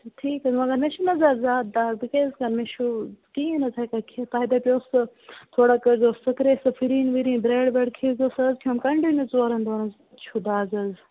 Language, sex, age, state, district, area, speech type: Kashmiri, female, 18-30, Jammu and Kashmir, Bandipora, rural, conversation